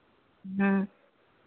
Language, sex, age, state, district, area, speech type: Hindi, female, 60+, Uttar Pradesh, Sitapur, rural, conversation